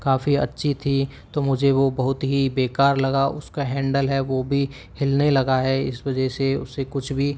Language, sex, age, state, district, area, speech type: Hindi, male, 30-45, Rajasthan, Karauli, rural, spontaneous